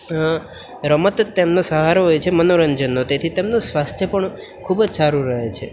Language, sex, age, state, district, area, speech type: Gujarati, male, 18-30, Gujarat, Valsad, rural, spontaneous